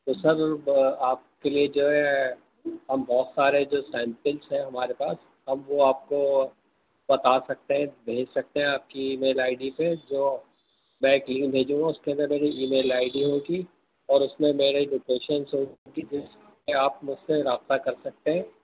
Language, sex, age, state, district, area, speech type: Urdu, male, 60+, Delhi, Central Delhi, urban, conversation